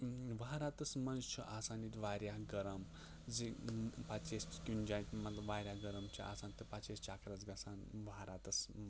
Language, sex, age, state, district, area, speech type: Kashmiri, male, 18-30, Jammu and Kashmir, Kupwara, urban, spontaneous